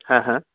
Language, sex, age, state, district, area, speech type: Bengali, male, 45-60, West Bengal, Paschim Bardhaman, urban, conversation